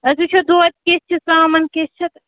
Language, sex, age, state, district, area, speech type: Kashmiri, female, 18-30, Jammu and Kashmir, Srinagar, urban, conversation